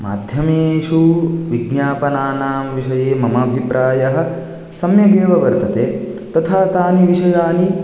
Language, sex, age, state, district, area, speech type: Sanskrit, male, 18-30, Karnataka, Raichur, urban, spontaneous